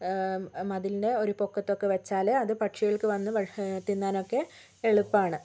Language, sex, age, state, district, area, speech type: Malayalam, female, 60+, Kerala, Wayanad, rural, spontaneous